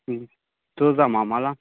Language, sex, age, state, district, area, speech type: Telugu, male, 18-30, Telangana, Vikarabad, urban, conversation